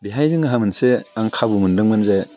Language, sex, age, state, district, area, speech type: Bodo, male, 60+, Assam, Udalguri, urban, spontaneous